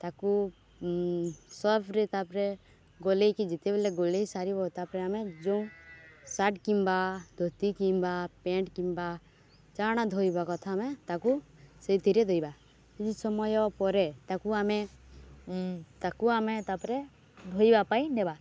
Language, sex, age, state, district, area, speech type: Odia, female, 18-30, Odisha, Balangir, urban, spontaneous